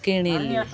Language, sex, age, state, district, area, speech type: Odia, female, 45-60, Odisha, Sundergarh, rural, spontaneous